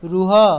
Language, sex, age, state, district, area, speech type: Odia, male, 45-60, Odisha, Khordha, rural, read